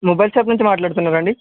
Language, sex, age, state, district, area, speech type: Telugu, male, 18-30, Telangana, Medak, rural, conversation